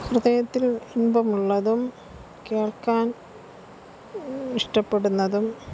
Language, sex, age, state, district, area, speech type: Malayalam, female, 60+, Kerala, Thiruvananthapuram, rural, spontaneous